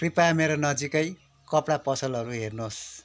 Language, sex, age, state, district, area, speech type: Nepali, male, 30-45, West Bengal, Kalimpong, rural, read